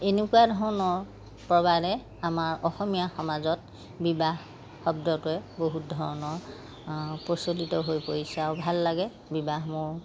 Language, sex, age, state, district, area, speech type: Assamese, male, 60+, Assam, Majuli, urban, spontaneous